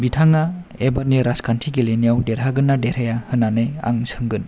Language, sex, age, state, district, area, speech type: Bodo, male, 18-30, Assam, Chirang, urban, spontaneous